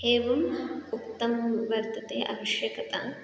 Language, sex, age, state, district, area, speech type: Sanskrit, female, 18-30, Karnataka, Hassan, urban, spontaneous